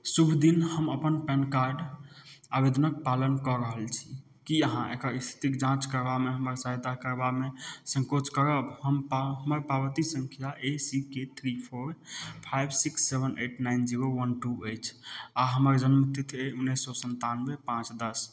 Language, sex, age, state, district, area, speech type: Maithili, male, 30-45, Bihar, Madhubani, rural, read